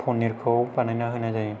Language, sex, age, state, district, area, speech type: Bodo, male, 18-30, Assam, Kokrajhar, rural, spontaneous